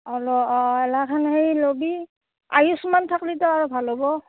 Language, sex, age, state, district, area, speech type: Assamese, female, 30-45, Assam, Barpeta, rural, conversation